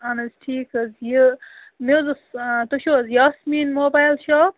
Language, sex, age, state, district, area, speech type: Kashmiri, female, 18-30, Jammu and Kashmir, Baramulla, rural, conversation